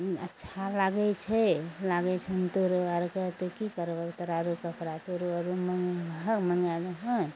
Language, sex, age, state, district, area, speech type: Maithili, female, 60+, Bihar, Araria, rural, spontaneous